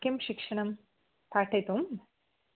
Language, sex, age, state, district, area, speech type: Sanskrit, female, 30-45, Karnataka, Dakshina Kannada, urban, conversation